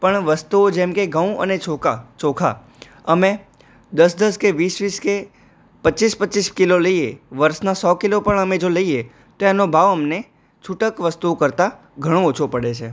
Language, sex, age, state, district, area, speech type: Gujarati, male, 18-30, Gujarat, Anand, urban, spontaneous